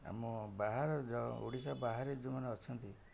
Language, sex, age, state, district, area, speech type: Odia, male, 60+, Odisha, Jagatsinghpur, rural, spontaneous